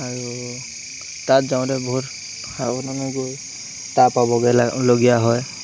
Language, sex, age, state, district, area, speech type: Assamese, male, 18-30, Assam, Lakhimpur, rural, spontaneous